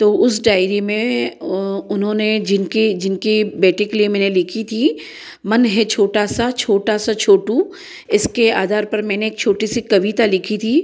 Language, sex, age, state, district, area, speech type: Hindi, female, 45-60, Madhya Pradesh, Ujjain, urban, spontaneous